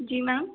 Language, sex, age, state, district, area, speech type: Urdu, female, 18-30, Delhi, East Delhi, urban, conversation